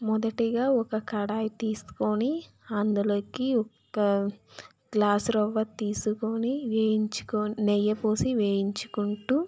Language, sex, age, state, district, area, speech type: Telugu, female, 30-45, Andhra Pradesh, Chittoor, urban, spontaneous